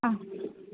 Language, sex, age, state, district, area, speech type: Kannada, female, 30-45, Karnataka, Hassan, urban, conversation